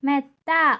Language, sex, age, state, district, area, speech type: Malayalam, female, 30-45, Kerala, Kozhikode, urban, read